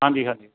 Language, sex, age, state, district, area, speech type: Punjabi, male, 45-60, Punjab, Fatehgarh Sahib, rural, conversation